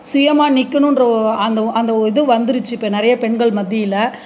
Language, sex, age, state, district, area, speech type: Tamil, female, 45-60, Tamil Nadu, Cuddalore, rural, spontaneous